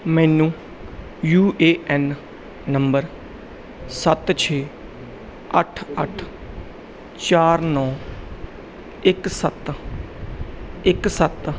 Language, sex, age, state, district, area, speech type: Punjabi, male, 30-45, Punjab, Bathinda, urban, read